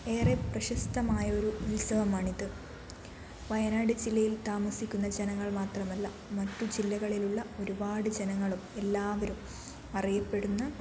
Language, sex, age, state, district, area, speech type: Malayalam, female, 18-30, Kerala, Wayanad, rural, spontaneous